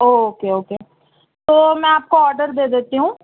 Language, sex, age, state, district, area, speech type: Urdu, female, 18-30, Uttar Pradesh, Balrampur, rural, conversation